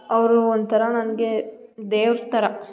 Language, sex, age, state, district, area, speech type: Kannada, female, 18-30, Karnataka, Hassan, rural, spontaneous